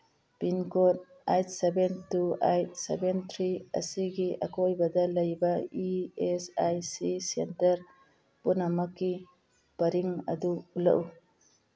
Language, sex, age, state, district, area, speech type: Manipuri, female, 45-60, Manipur, Churachandpur, urban, read